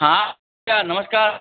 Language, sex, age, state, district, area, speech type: Hindi, male, 30-45, Uttar Pradesh, Hardoi, rural, conversation